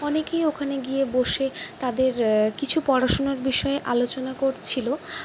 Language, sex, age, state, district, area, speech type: Bengali, female, 45-60, West Bengal, Purulia, urban, spontaneous